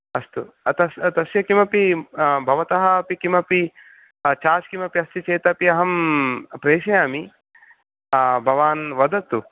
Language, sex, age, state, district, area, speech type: Sanskrit, male, 30-45, Karnataka, Udupi, urban, conversation